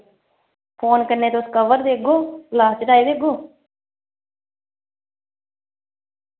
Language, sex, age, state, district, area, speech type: Dogri, female, 30-45, Jammu and Kashmir, Reasi, rural, conversation